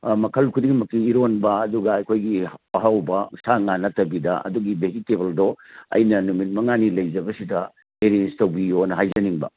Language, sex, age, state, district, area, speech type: Manipuri, male, 60+, Manipur, Churachandpur, urban, conversation